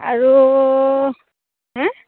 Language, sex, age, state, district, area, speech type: Assamese, female, 30-45, Assam, Charaideo, rural, conversation